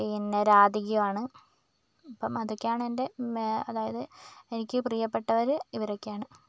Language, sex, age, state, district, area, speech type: Malayalam, male, 45-60, Kerala, Kozhikode, urban, spontaneous